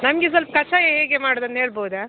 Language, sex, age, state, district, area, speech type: Kannada, female, 18-30, Karnataka, Dakshina Kannada, rural, conversation